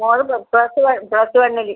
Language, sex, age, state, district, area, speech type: Malayalam, female, 60+, Kerala, Kasaragod, rural, conversation